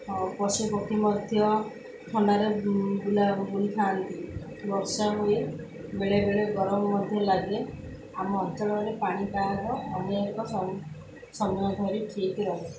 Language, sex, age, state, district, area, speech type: Odia, female, 30-45, Odisha, Sundergarh, urban, spontaneous